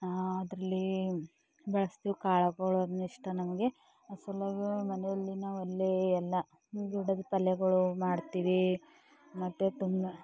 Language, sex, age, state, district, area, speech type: Kannada, female, 45-60, Karnataka, Bidar, rural, spontaneous